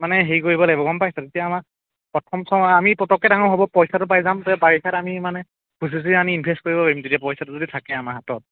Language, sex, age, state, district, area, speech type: Assamese, male, 18-30, Assam, Majuli, urban, conversation